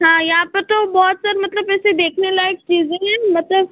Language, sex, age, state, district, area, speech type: Hindi, female, 18-30, Madhya Pradesh, Seoni, urban, conversation